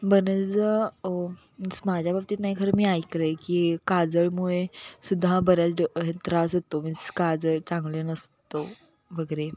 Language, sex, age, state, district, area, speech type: Marathi, female, 18-30, Maharashtra, Kolhapur, urban, spontaneous